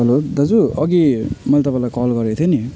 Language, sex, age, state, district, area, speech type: Nepali, male, 30-45, West Bengal, Jalpaiguri, urban, spontaneous